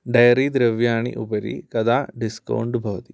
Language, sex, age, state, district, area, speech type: Sanskrit, male, 18-30, Kerala, Idukki, urban, read